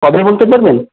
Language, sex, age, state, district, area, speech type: Bengali, male, 30-45, West Bengal, Paschim Bardhaman, urban, conversation